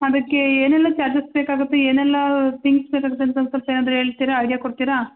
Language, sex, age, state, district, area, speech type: Kannada, female, 30-45, Karnataka, Hassan, urban, conversation